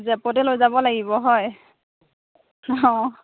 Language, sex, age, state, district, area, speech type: Assamese, female, 30-45, Assam, Lakhimpur, rural, conversation